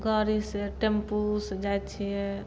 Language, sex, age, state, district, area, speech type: Maithili, female, 18-30, Bihar, Samastipur, rural, spontaneous